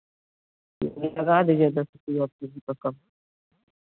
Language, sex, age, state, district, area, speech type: Hindi, male, 18-30, Bihar, Begusarai, rural, conversation